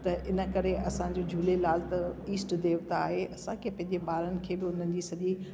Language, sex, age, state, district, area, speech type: Sindhi, female, 60+, Delhi, South Delhi, urban, spontaneous